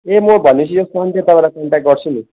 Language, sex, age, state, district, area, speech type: Nepali, male, 30-45, West Bengal, Kalimpong, rural, conversation